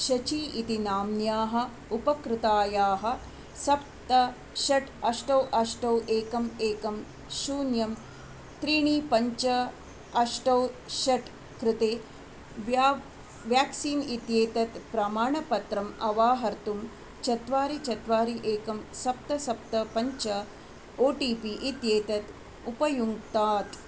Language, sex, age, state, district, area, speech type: Sanskrit, female, 45-60, Karnataka, Shimoga, urban, read